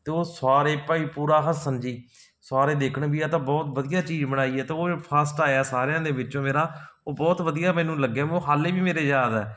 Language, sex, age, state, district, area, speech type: Punjabi, male, 45-60, Punjab, Barnala, rural, spontaneous